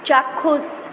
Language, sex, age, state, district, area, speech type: Bengali, female, 18-30, West Bengal, Purba Bardhaman, urban, read